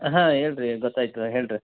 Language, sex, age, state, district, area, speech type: Kannada, male, 30-45, Karnataka, Koppal, rural, conversation